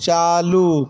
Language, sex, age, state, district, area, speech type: Urdu, male, 30-45, Bihar, Saharsa, rural, read